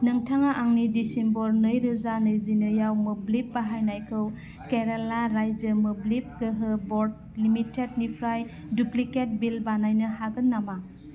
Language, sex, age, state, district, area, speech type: Bodo, female, 30-45, Assam, Udalguri, rural, read